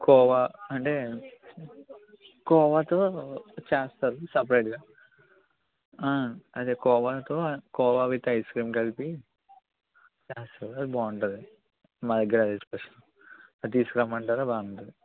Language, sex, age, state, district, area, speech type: Telugu, male, 30-45, Andhra Pradesh, Eluru, rural, conversation